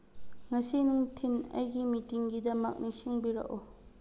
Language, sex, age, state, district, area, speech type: Manipuri, female, 30-45, Manipur, Chandel, rural, read